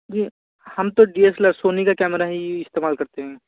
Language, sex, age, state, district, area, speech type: Hindi, male, 18-30, Rajasthan, Jaipur, urban, conversation